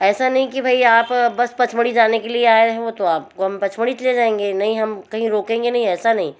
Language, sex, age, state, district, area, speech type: Hindi, female, 45-60, Madhya Pradesh, Betul, urban, spontaneous